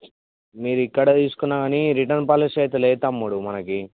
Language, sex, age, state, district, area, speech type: Telugu, male, 18-30, Telangana, Mancherial, rural, conversation